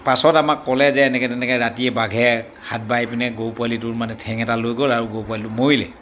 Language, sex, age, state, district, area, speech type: Assamese, male, 60+, Assam, Dibrugarh, rural, spontaneous